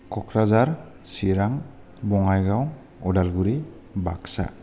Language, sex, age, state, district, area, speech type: Bodo, male, 30-45, Assam, Kokrajhar, rural, spontaneous